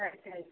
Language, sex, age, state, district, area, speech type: Kannada, female, 45-60, Karnataka, Udupi, rural, conversation